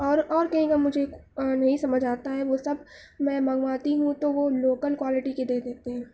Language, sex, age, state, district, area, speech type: Urdu, female, 18-30, Uttar Pradesh, Mau, urban, spontaneous